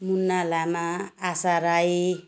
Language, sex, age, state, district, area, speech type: Nepali, female, 60+, West Bengal, Jalpaiguri, rural, spontaneous